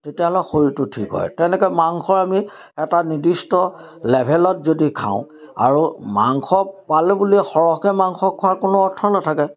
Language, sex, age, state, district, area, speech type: Assamese, male, 60+, Assam, Majuli, urban, spontaneous